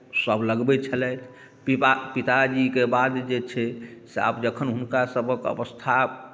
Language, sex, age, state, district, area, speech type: Maithili, male, 45-60, Bihar, Darbhanga, rural, spontaneous